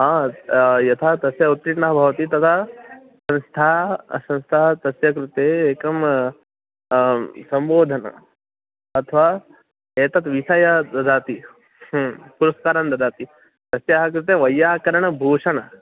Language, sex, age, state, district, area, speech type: Sanskrit, male, 18-30, Uttar Pradesh, Pratapgarh, rural, conversation